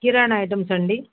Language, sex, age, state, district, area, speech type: Telugu, female, 45-60, Andhra Pradesh, Bapatla, urban, conversation